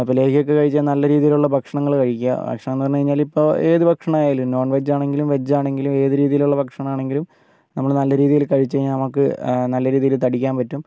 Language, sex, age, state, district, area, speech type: Malayalam, male, 45-60, Kerala, Wayanad, rural, spontaneous